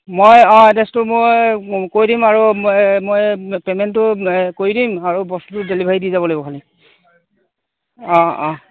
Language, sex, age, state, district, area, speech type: Assamese, male, 30-45, Assam, Golaghat, rural, conversation